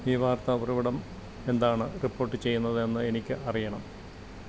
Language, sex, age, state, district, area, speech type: Malayalam, male, 60+, Kerala, Alappuzha, rural, read